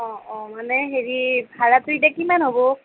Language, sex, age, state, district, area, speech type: Assamese, female, 30-45, Assam, Darrang, rural, conversation